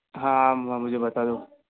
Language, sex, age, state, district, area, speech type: Hindi, male, 45-60, Rajasthan, Jodhpur, urban, conversation